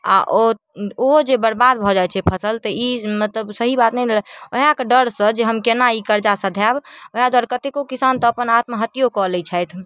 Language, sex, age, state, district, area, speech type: Maithili, female, 18-30, Bihar, Darbhanga, rural, spontaneous